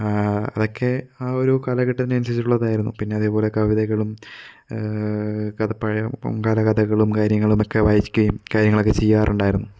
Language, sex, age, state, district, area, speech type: Malayalam, male, 18-30, Kerala, Kozhikode, rural, spontaneous